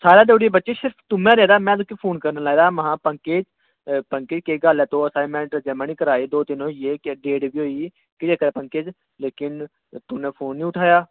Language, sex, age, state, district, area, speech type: Dogri, male, 30-45, Jammu and Kashmir, Udhampur, urban, conversation